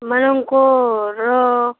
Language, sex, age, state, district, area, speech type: Odia, female, 18-30, Odisha, Malkangiri, urban, conversation